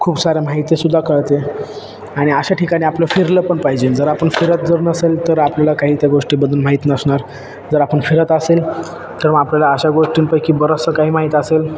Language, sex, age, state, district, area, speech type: Marathi, male, 18-30, Maharashtra, Ahmednagar, urban, spontaneous